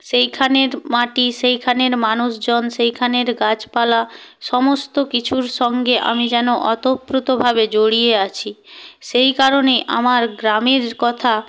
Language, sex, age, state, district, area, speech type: Bengali, female, 18-30, West Bengal, Purba Medinipur, rural, spontaneous